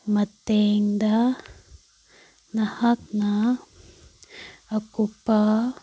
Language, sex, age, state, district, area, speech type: Manipuri, female, 18-30, Manipur, Kangpokpi, rural, read